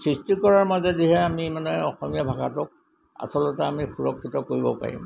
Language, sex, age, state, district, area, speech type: Assamese, male, 60+, Assam, Golaghat, urban, spontaneous